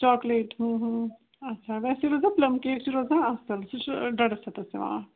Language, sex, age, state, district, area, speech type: Kashmiri, female, 60+, Jammu and Kashmir, Srinagar, urban, conversation